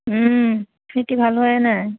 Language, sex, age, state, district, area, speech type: Assamese, female, 18-30, Assam, Kamrup Metropolitan, urban, conversation